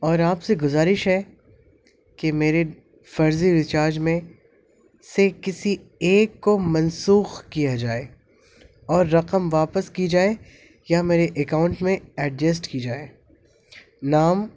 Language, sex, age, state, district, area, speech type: Urdu, male, 18-30, Delhi, North East Delhi, urban, spontaneous